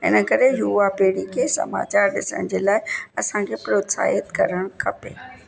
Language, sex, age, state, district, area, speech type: Sindhi, female, 60+, Uttar Pradesh, Lucknow, rural, spontaneous